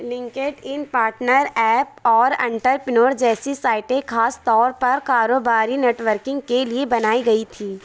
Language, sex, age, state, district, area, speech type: Urdu, female, 30-45, Uttar Pradesh, Lucknow, rural, read